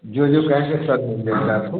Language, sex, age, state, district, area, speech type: Hindi, male, 45-60, Uttar Pradesh, Varanasi, urban, conversation